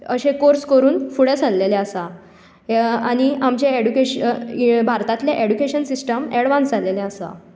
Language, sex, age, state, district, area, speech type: Goan Konkani, female, 18-30, Goa, Tiswadi, rural, spontaneous